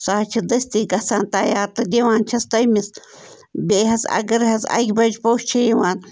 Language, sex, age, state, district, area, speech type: Kashmiri, female, 18-30, Jammu and Kashmir, Bandipora, rural, spontaneous